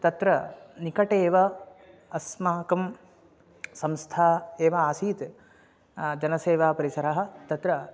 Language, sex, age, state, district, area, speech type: Sanskrit, male, 18-30, Karnataka, Chikkamagaluru, urban, spontaneous